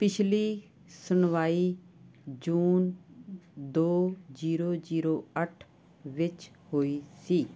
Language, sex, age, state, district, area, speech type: Punjabi, female, 60+, Punjab, Muktsar, urban, read